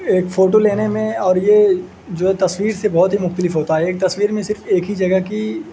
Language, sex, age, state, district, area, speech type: Urdu, male, 18-30, Uttar Pradesh, Azamgarh, rural, spontaneous